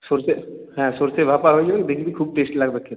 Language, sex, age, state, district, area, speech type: Bengali, male, 30-45, West Bengal, Purulia, rural, conversation